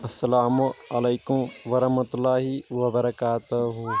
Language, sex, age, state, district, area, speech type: Kashmiri, male, 18-30, Jammu and Kashmir, Shopian, rural, spontaneous